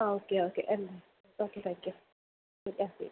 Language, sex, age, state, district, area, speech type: Malayalam, female, 18-30, Kerala, Thrissur, urban, conversation